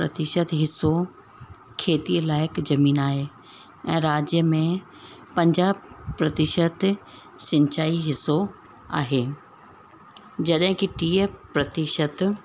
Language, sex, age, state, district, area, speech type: Sindhi, female, 45-60, Rajasthan, Ajmer, urban, spontaneous